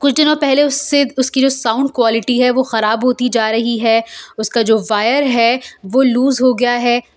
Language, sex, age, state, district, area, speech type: Urdu, female, 30-45, Delhi, South Delhi, urban, spontaneous